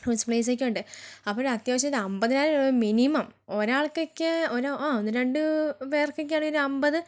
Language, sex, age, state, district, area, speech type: Malayalam, female, 45-60, Kerala, Wayanad, rural, spontaneous